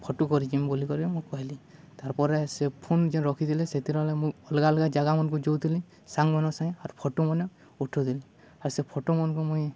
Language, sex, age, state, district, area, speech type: Odia, male, 18-30, Odisha, Balangir, urban, spontaneous